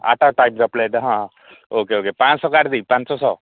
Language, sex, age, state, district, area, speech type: Odia, male, 45-60, Odisha, Koraput, rural, conversation